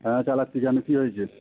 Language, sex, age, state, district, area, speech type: Bengali, male, 30-45, West Bengal, Howrah, urban, conversation